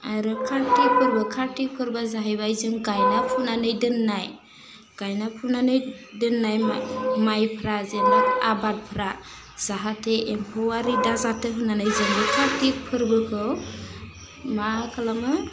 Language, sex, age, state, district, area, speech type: Bodo, female, 30-45, Assam, Udalguri, rural, spontaneous